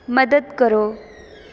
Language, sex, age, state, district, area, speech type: Punjabi, female, 18-30, Punjab, Shaheed Bhagat Singh Nagar, rural, read